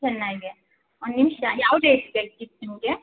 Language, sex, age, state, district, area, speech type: Kannada, female, 18-30, Karnataka, Hassan, rural, conversation